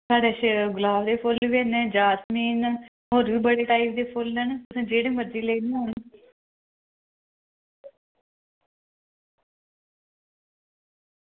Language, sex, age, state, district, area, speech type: Dogri, female, 30-45, Jammu and Kashmir, Udhampur, rural, conversation